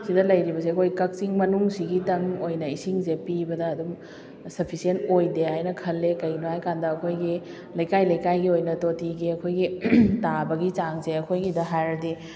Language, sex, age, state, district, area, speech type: Manipuri, female, 30-45, Manipur, Kakching, rural, spontaneous